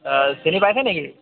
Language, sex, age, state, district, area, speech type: Assamese, male, 18-30, Assam, Dibrugarh, urban, conversation